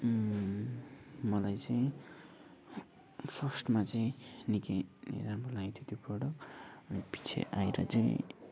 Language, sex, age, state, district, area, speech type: Nepali, male, 60+, West Bengal, Kalimpong, rural, spontaneous